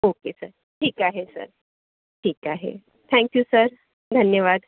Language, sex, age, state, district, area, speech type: Marathi, female, 30-45, Maharashtra, Yavatmal, urban, conversation